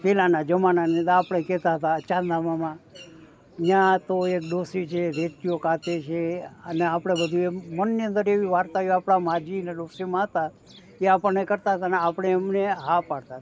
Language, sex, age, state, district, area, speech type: Gujarati, male, 60+, Gujarat, Rajkot, urban, spontaneous